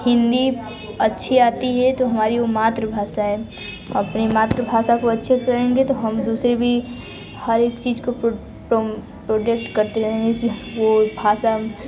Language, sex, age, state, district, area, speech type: Hindi, female, 30-45, Uttar Pradesh, Mirzapur, rural, spontaneous